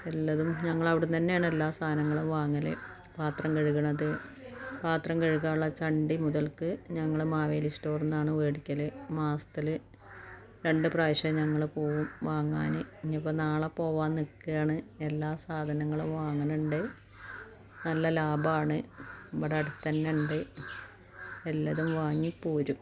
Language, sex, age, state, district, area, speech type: Malayalam, female, 45-60, Kerala, Malappuram, rural, spontaneous